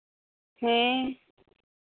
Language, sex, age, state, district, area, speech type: Santali, female, 18-30, Jharkhand, Pakur, rural, conversation